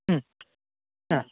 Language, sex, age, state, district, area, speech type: Kannada, male, 30-45, Karnataka, Dakshina Kannada, rural, conversation